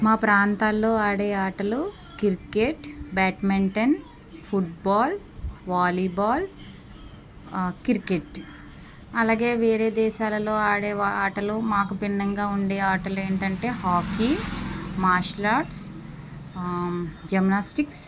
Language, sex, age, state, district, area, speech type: Telugu, female, 18-30, Andhra Pradesh, West Godavari, rural, spontaneous